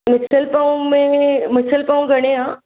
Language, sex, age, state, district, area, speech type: Sindhi, female, 45-60, Maharashtra, Mumbai Suburban, urban, conversation